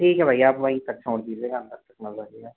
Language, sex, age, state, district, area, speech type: Hindi, male, 18-30, Madhya Pradesh, Jabalpur, urban, conversation